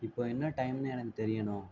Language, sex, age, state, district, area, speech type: Tamil, male, 45-60, Tamil Nadu, Ariyalur, rural, read